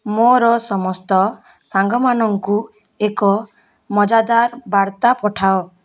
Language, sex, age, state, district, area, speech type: Odia, female, 60+, Odisha, Boudh, rural, read